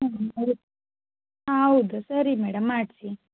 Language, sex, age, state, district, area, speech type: Kannada, female, 18-30, Karnataka, Shimoga, rural, conversation